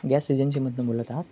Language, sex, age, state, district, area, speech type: Marathi, male, 18-30, Maharashtra, Ratnagiri, rural, spontaneous